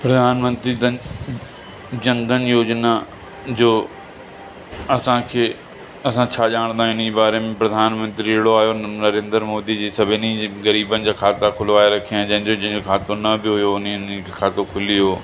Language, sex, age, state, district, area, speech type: Sindhi, male, 45-60, Uttar Pradesh, Lucknow, rural, spontaneous